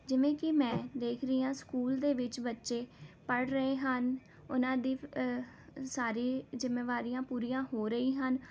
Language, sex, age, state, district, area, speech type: Punjabi, female, 18-30, Punjab, Rupnagar, urban, spontaneous